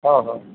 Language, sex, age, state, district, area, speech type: Odia, male, 60+, Odisha, Gajapati, rural, conversation